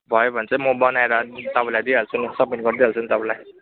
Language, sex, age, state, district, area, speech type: Nepali, male, 18-30, West Bengal, Kalimpong, rural, conversation